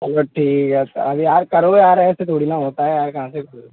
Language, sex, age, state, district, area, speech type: Hindi, male, 18-30, Rajasthan, Bharatpur, urban, conversation